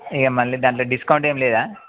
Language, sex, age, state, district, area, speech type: Telugu, male, 18-30, Telangana, Yadadri Bhuvanagiri, urban, conversation